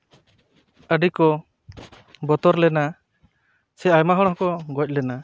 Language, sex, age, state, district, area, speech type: Santali, male, 30-45, West Bengal, Purulia, rural, spontaneous